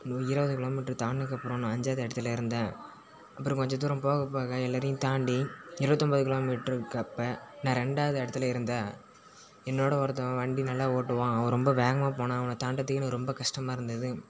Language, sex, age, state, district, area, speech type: Tamil, male, 18-30, Tamil Nadu, Cuddalore, rural, spontaneous